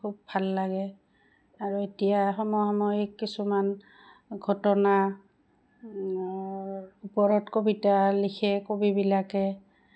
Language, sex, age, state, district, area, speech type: Assamese, female, 45-60, Assam, Goalpara, rural, spontaneous